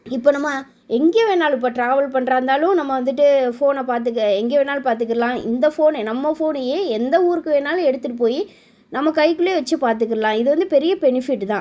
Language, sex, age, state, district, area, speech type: Tamil, female, 30-45, Tamil Nadu, Sivaganga, rural, spontaneous